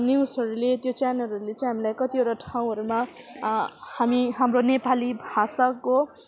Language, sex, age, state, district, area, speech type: Nepali, female, 18-30, West Bengal, Alipurduar, rural, spontaneous